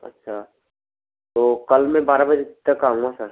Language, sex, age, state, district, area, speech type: Hindi, male, 18-30, Rajasthan, Bharatpur, rural, conversation